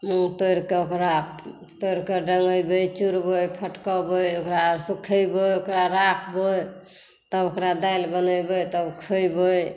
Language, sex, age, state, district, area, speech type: Maithili, female, 60+, Bihar, Saharsa, rural, spontaneous